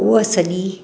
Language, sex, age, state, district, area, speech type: Sindhi, female, 45-60, Maharashtra, Mumbai Suburban, urban, spontaneous